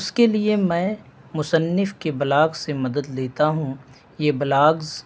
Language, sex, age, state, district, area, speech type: Urdu, male, 18-30, Delhi, North East Delhi, rural, spontaneous